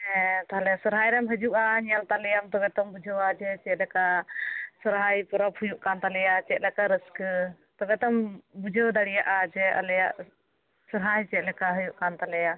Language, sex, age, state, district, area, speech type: Santali, female, 30-45, West Bengal, Birbhum, rural, conversation